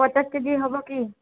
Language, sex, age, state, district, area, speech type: Odia, female, 18-30, Odisha, Malkangiri, rural, conversation